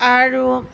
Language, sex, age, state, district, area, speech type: Assamese, female, 30-45, Assam, Nagaon, rural, spontaneous